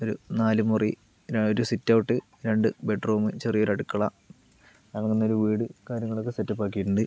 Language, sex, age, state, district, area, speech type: Malayalam, male, 45-60, Kerala, Palakkad, rural, spontaneous